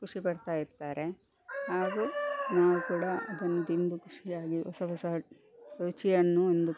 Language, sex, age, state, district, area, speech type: Kannada, female, 45-60, Karnataka, Dakshina Kannada, rural, spontaneous